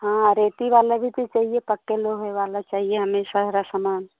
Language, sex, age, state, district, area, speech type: Hindi, female, 45-60, Uttar Pradesh, Pratapgarh, rural, conversation